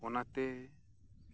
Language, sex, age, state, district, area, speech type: Santali, male, 30-45, West Bengal, Birbhum, rural, spontaneous